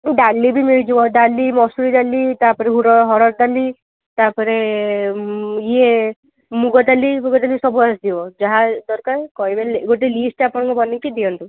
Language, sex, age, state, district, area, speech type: Odia, female, 18-30, Odisha, Rayagada, rural, conversation